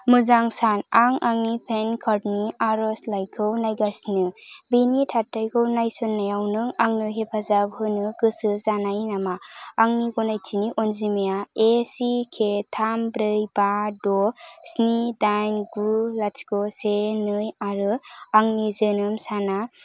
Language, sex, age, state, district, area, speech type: Bodo, female, 18-30, Assam, Kokrajhar, rural, read